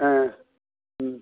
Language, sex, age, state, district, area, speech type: Tamil, male, 60+, Tamil Nadu, Thanjavur, rural, conversation